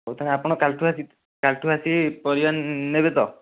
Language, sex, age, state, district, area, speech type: Odia, male, 18-30, Odisha, Kendujhar, urban, conversation